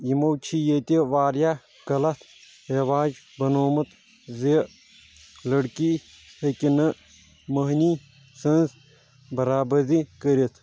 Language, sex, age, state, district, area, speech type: Kashmiri, male, 18-30, Jammu and Kashmir, Shopian, rural, spontaneous